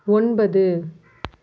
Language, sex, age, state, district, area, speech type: Tamil, female, 30-45, Tamil Nadu, Mayiladuthurai, rural, read